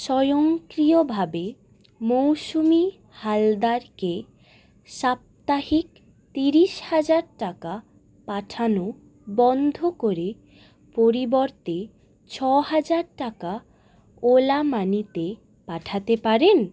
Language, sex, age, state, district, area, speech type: Bengali, female, 18-30, West Bengal, Howrah, urban, read